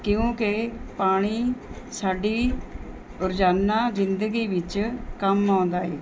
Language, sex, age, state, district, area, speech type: Punjabi, female, 45-60, Punjab, Mohali, urban, spontaneous